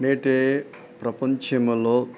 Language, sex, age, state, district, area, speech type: Telugu, male, 45-60, Andhra Pradesh, Nellore, rural, spontaneous